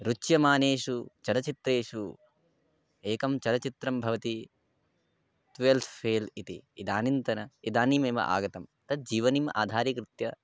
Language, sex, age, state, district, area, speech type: Sanskrit, male, 18-30, West Bengal, Darjeeling, urban, spontaneous